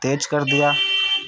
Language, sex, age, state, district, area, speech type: Urdu, male, 30-45, Uttar Pradesh, Ghaziabad, urban, spontaneous